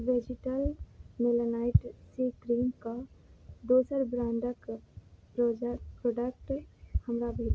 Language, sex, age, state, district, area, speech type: Maithili, female, 30-45, Bihar, Madhubani, rural, read